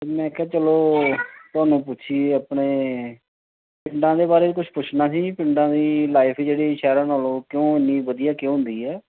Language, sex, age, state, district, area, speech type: Punjabi, male, 45-60, Punjab, Pathankot, rural, conversation